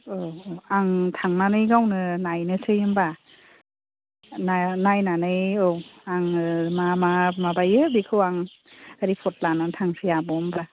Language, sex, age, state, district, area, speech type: Bodo, female, 30-45, Assam, Kokrajhar, rural, conversation